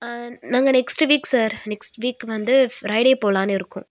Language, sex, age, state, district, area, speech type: Tamil, female, 18-30, Tamil Nadu, Nagapattinam, rural, spontaneous